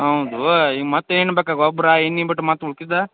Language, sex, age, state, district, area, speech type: Kannada, male, 30-45, Karnataka, Belgaum, rural, conversation